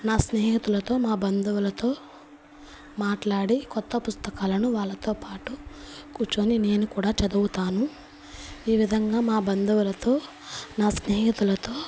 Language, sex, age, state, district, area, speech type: Telugu, female, 18-30, Andhra Pradesh, Nellore, rural, spontaneous